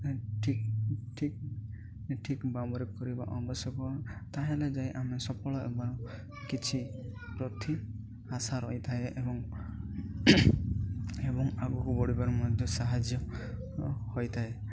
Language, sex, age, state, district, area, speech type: Odia, male, 18-30, Odisha, Nabarangpur, urban, spontaneous